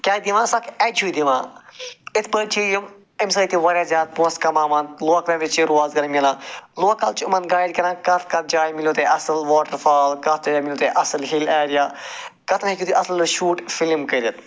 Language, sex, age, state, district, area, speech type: Kashmiri, male, 45-60, Jammu and Kashmir, Srinagar, rural, spontaneous